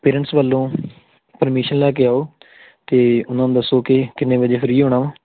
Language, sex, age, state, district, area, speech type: Punjabi, male, 30-45, Punjab, Tarn Taran, rural, conversation